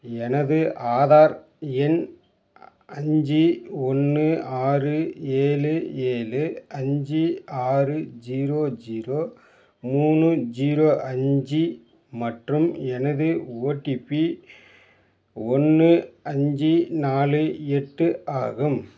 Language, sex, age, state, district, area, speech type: Tamil, male, 60+, Tamil Nadu, Dharmapuri, rural, read